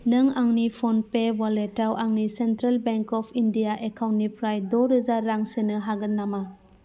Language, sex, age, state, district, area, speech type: Bodo, female, 30-45, Assam, Udalguri, rural, read